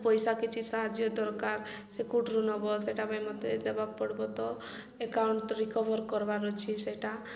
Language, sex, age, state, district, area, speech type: Odia, female, 18-30, Odisha, Koraput, urban, spontaneous